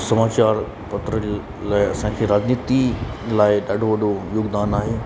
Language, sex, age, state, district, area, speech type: Sindhi, male, 30-45, Madhya Pradesh, Katni, urban, spontaneous